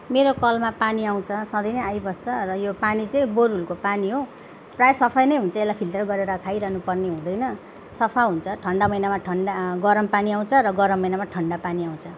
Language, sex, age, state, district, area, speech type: Nepali, female, 30-45, West Bengal, Jalpaiguri, urban, spontaneous